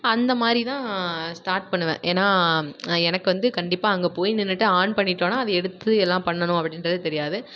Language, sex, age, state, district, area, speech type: Tamil, female, 18-30, Tamil Nadu, Nagapattinam, rural, spontaneous